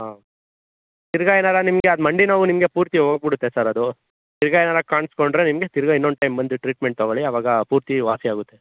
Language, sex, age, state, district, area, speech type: Kannada, male, 18-30, Karnataka, Chikkaballapur, rural, conversation